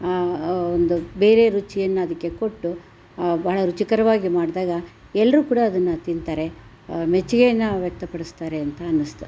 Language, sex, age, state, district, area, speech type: Kannada, female, 60+, Karnataka, Chitradurga, rural, spontaneous